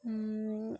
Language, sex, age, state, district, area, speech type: Marathi, female, 18-30, Maharashtra, Wardha, rural, spontaneous